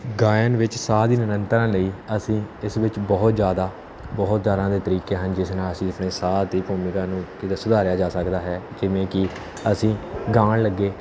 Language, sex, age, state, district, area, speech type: Punjabi, male, 18-30, Punjab, Kapurthala, urban, spontaneous